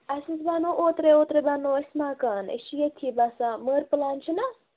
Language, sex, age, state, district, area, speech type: Kashmiri, female, 30-45, Jammu and Kashmir, Bandipora, rural, conversation